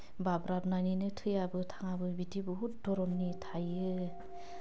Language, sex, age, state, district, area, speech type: Bodo, female, 30-45, Assam, Udalguri, urban, spontaneous